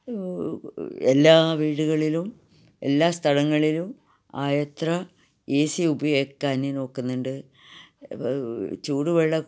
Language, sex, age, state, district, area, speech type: Malayalam, female, 60+, Kerala, Kasaragod, rural, spontaneous